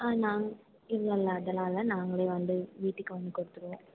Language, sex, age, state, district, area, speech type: Tamil, female, 18-30, Tamil Nadu, Perambalur, urban, conversation